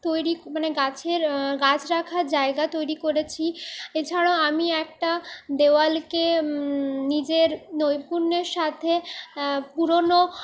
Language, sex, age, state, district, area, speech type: Bengali, female, 30-45, West Bengal, Purulia, urban, spontaneous